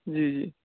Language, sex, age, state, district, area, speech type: Urdu, male, 18-30, Bihar, Purnia, rural, conversation